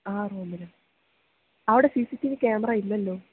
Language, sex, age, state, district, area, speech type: Malayalam, female, 18-30, Kerala, Idukki, rural, conversation